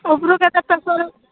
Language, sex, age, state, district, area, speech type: Odia, female, 60+, Odisha, Boudh, rural, conversation